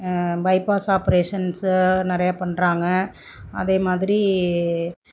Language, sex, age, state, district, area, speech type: Tamil, female, 45-60, Tamil Nadu, Thanjavur, rural, spontaneous